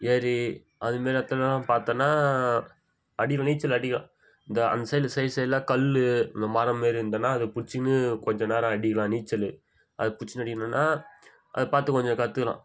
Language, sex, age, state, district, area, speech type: Tamil, male, 18-30, Tamil Nadu, Viluppuram, rural, spontaneous